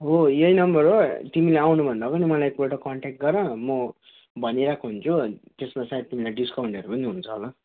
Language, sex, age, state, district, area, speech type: Nepali, male, 18-30, West Bengal, Jalpaiguri, rural, conversation